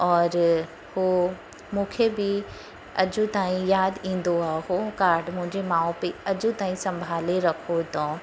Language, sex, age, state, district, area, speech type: Sindhi, female, 30-45, Uttar Pradesh, Lucknow, rural, spontaneous